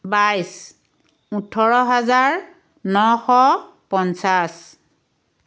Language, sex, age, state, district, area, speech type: Assamese, female, 45-60, Assam, Biswanath, rural, spontaneous